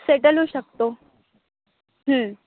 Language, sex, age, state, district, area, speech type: Marathi, female, 18-30, Maharashtra, Wardha, urban, conversation